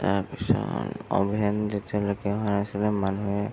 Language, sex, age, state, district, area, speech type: Assamese, male, 18-30, Assam, Sonitpur, urban, spontaneous